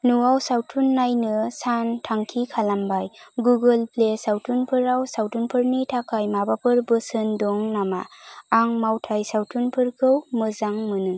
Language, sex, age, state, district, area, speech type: Bodo, female, 18-30, Assam, Kokrajhar, rural, read